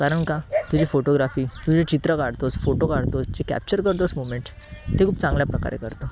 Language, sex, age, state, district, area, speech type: Marathi, male, 18-30, Maharashtra, Thane, urban, spontaneous